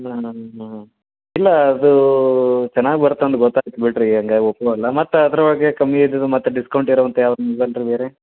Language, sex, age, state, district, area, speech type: Kannada, male, 30-45, Karnataka, Gadag, urban, conversation